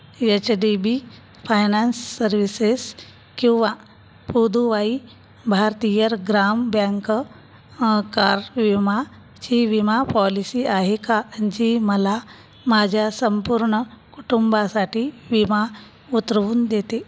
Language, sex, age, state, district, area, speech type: Marathi, female, 45-60, Maharashtra, Buldhana, rural, read